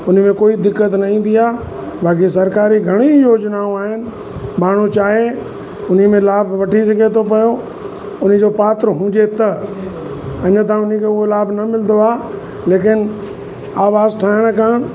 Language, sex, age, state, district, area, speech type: Sindhi, male, 60+, Uttar Pradesh, Lucknow, rural, spontaneous